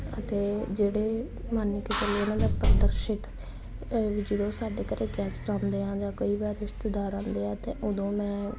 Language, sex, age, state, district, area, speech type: Punjabi, female, 18-30, Punjab, Muktsar, urban, spontaneous